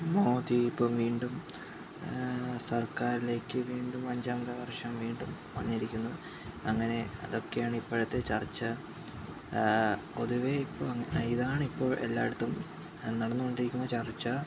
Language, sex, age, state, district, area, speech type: Malayalam, male, 18-30, Kerala, Kollam, rural, spontaneous